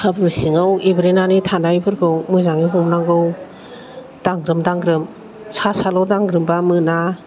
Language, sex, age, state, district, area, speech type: Bodo, female, 45-60, Assam, Kokrajhar, urban, spontaneous